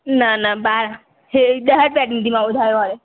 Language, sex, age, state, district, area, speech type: Sindhi, female, 18-30, Madhya Pradesh, Katni, urban, conversation